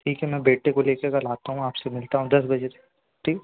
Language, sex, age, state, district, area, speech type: Hindi, male, 18-30, Madhya Pradesh, Bhopal, urban, conversation